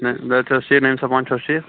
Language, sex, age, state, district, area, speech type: Kashmiri, male, 45-60, Jammu and Kashmir, Baramulla, rural, conversation